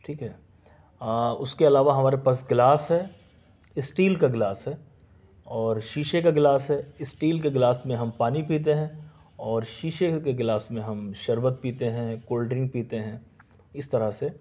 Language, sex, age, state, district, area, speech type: Urdu, male, 30-45, Delhi, South Delhi, urban, spontaneous